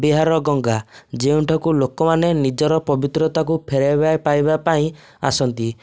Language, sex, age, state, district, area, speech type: Odia, male, 18-30, Odisha, Nayagarh, rural, spontaneous